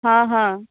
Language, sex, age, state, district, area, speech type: Maithili, female, 30-45, Bihar, Madhubani, rural, conversation